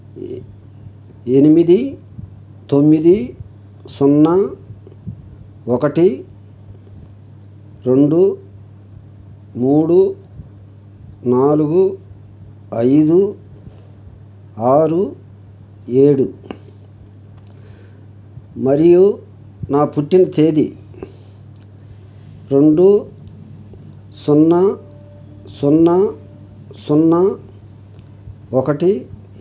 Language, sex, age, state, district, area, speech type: Telugu, male, 60+, Andhra Pradesh, Krishna, urban, read